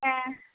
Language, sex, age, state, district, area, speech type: Santali, female, 30-45, West Bengal, Birbhum, rural, conversation